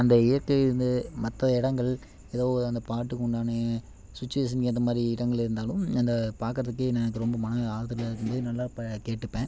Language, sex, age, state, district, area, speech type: Tamil, male, 18-30, Tamil Nadu, Namakkal, rural, spontaneous